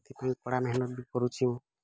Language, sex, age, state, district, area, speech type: Odia, male, 18-30, Odisha, Bargarh, urban, spontaneous